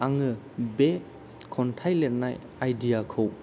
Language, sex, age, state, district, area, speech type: Bodo, male, 30-45, Assam, Kokrajhar, rural, spontaneous